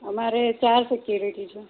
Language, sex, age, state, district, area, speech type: Gujarati, female, 60+, Gujarat, Kheda, rural, conversation